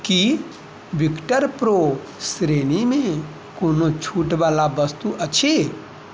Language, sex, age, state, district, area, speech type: Maithili, male, 30-45, Bihar, Madhubani, rural, read